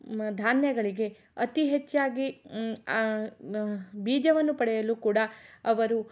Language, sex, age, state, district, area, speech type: Kannada, female, 60+, Karnataka, Shimoga, rural, spontaneous